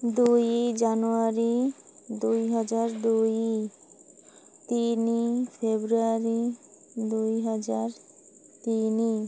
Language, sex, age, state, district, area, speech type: Odia, male, 30-45, Odisha, Malkangiri, urban, spontaneous